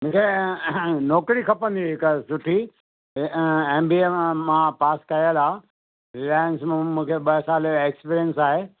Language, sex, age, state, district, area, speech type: Sindhi, male, 45-60, Gujarat, Kutch, urban, conversation